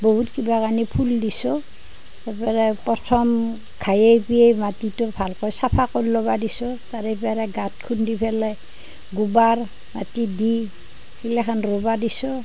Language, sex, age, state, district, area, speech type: Assamese, female, 60+, Assam, Nalbari, rural, spontaneous